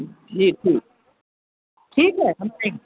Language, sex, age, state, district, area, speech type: Hindi, female, 60+, Uttar Pradesh, Varanasi, rural, conversation